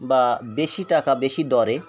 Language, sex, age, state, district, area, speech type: Bengali, male, 45-60, West Bengal, Birbhum, urban, spontaneous